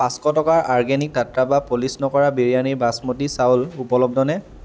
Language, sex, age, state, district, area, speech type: Assamese, male, 18-30, Assam, Dhemaji, rural, read